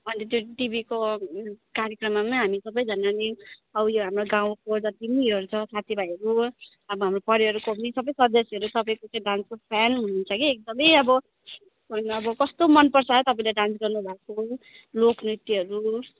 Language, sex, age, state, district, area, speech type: Nepali, female, 30-45, West Bengal, Darjeeling, rural, conversation